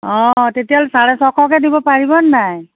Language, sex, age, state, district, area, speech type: Assamese, female, 45-60, Assam, Biswanath, rural, conversation